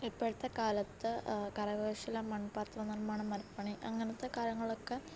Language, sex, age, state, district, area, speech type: Malayalam, female, 18-30, Kerala, Alappuzha, rural, spontaneous